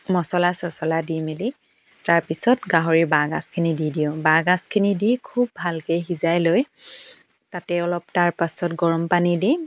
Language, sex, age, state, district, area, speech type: Assamese, female, 18-30, Assam, Tinsukia, urban, spontaneous